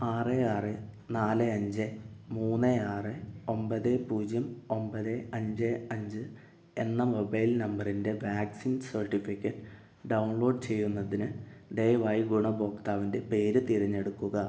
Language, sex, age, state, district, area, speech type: Malayalam, male, 18-30, Kerala, Wayanad, rural, read